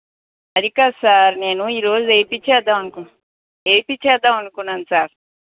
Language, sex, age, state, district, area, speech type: Telugu, female, 18-30, Andhra Pradesh, Guntur, urban, conversation